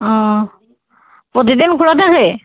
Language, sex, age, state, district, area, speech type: Bengali, female, 30-45, West Bengal, Uttar Dinajpur, urban, conversation